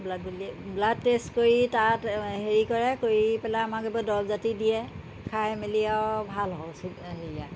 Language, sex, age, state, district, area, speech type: Assamese, female, 60+, Assam, Jorhat, urban, spontaneous